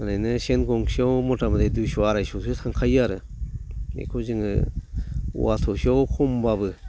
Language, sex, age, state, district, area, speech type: Bodo, male, 60+, Assam, Baksa, rural, spontaneous